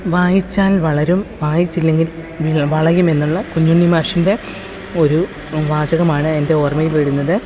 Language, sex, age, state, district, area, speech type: Malayalam, female, 30-45, Kerala, Pathanamthitta, rural, spontaneous